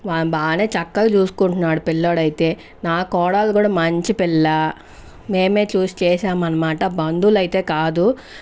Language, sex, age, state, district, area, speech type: Telugu, female, 60+, Andhra Pradesh, Chittoor, urban, spontaneous